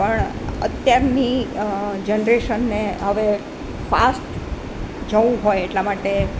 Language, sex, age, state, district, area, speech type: Gujarati, female, 60+, Gujarat, Rajkot, urban, spontaneous